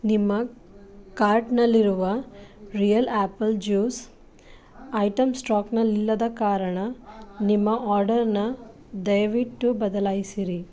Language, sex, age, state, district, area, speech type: Kannada, female, 30-45, Karnataka, Bidar, urban, read